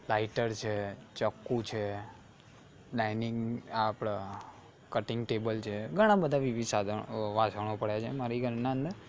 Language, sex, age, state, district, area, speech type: Gujarati, male, 18-30, Gujarat, Aravalli, urban, spontaneous